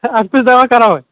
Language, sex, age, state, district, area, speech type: Kashmiri, male, 18-30, Jammu and Kashmir, Kulgam, rural, conversation